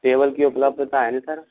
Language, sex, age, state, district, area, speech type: Hindi, male, 60+, Rajasthan, Karauli, rural, conversation